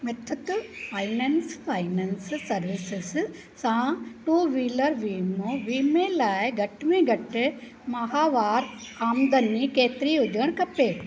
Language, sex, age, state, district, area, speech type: Sindhi, female, 45-60, Maharashtra, Thane, rural, read